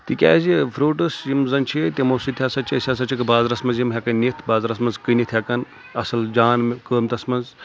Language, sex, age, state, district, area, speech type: Kashmiri, male, 18-30, Jammu and Kashmir, Anantnag, rural, spontaneous